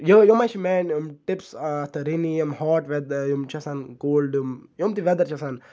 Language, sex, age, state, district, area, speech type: Kashmiri, male, 18-30, Jammu and Kashmir, Ganderbal, rural, spontaneous